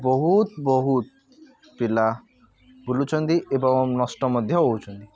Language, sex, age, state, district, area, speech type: Odia, male, 18-30, Odisha, Puri, urban, spontaneous